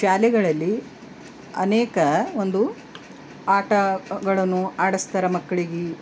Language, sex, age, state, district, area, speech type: Kannada, female, 60+, Karnataka, Bidar, urban, spontaneous